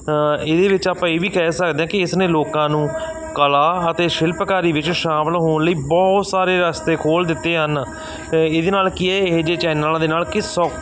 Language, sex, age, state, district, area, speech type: Punjabi, male, 45-60, Punjab, Barnala, rural, spontaneous